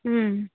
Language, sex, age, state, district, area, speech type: Bengali, female, 45-60, West Bengal, South 24 Parganas, rural, conversation